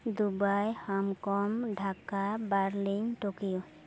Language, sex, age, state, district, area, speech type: Santali, female, 18-30, West Bengal, Purulia, rural, spontaneous